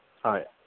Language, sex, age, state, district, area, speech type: Assamese, male, 45-60, Assam, Kamrup Metropolitan, urban, conversation